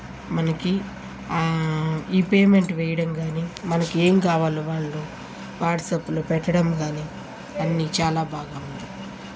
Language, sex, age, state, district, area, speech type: Telugu, female, 30-45, Andhra Pradesh, Nellore, urban, spontaneous